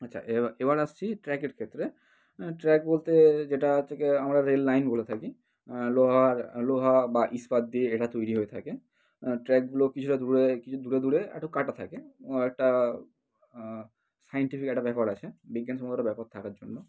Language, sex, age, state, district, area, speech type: Bengali, male, 18-30, West Bengal, North 24 Parganas, urban, spontaneous